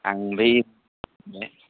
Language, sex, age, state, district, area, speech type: Bodo, male, 30-45, Assam, Kokrajhar, rural, conversation